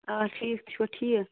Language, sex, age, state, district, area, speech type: Kashmiri, female, 18-30, Jammu and Kashmir, Bandipora, rural, conversation